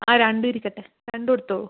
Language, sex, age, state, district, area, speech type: Malayalam, female, 45-60, Kerala, Palakkad, rural, conversation